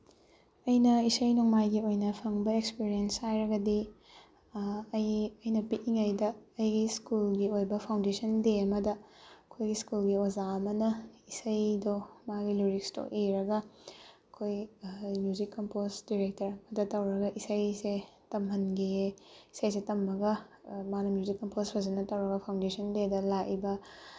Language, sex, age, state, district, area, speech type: Manipuri, female, 18-30, Manipur, Bishnupur, rural, spontaneous